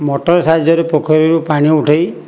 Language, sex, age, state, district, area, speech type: Odia, male, 60+, Odisha, Jajpur, rural, spontaneous